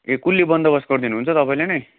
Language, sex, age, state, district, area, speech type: Nepali, male, 30-45, West Bengal, Darjeeling, rural, conversation